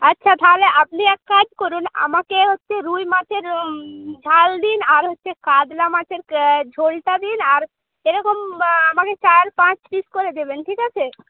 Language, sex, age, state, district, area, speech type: Bengali, female, 30-45, West Bengal, Purba Medinipur, rural, conversation